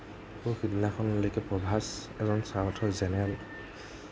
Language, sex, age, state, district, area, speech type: Assamese, male, 18-30, Assam, Nagaon, rural, spontaneous